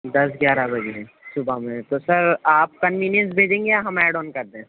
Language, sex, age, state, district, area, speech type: Urdu, male, 18-30, Uttar Pradesh, Gautam Buddha Nagar, urban, conversation